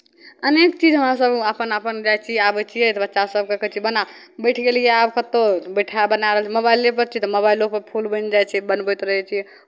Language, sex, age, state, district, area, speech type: Maithili, female, 18-30, Bihar, Madhepura, rural, spontaneous